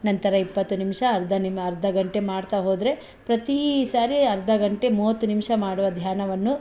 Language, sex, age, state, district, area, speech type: Kannada, female, 45-60, Karnataka, Bangalore Rural, rural, spontaneous